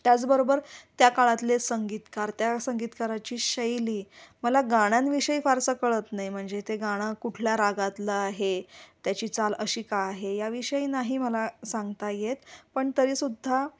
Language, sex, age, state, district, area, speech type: Marathi, female, 45-60, Maharashtra, Kolhapur, urban, spontaneous